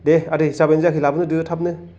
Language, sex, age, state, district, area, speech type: Bodo, male, 30-45, Assam, Baksa, rural, spontaneous